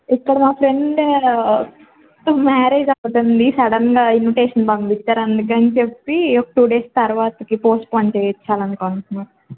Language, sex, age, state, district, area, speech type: Telugu, female, 18-30, Andhra Pradesh, Srikakulam, urban, conversation